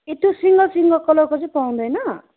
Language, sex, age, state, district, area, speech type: Nepali, female, 45-60, West Bengal, Jalpaiguri, urban, conversation